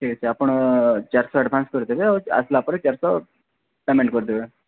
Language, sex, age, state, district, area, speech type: Odia, male, 45-60, Odisha, Nuapada, urban, conversation